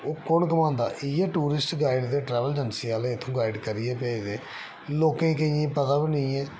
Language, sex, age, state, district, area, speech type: Dogri, male, 30-45, Jammu and Kashmir, Reasi, rural, spontaneous